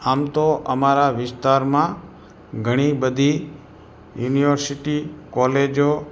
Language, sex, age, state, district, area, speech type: Gujarati, male, 60+, Gujarat, Morbi, rural, spontaneous